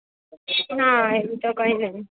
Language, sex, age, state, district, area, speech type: Gujarati, female, 18-30, Gujarat, Valsad, rural, conversation